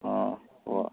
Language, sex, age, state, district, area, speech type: Manipuri, male, 18-30, Manipur, Kakching, rural, conversation